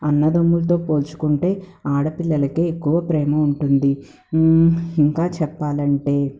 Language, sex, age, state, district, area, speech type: Telugu, female, 30-45, Andhra Pradesh, Palnadu, urban, spontaneous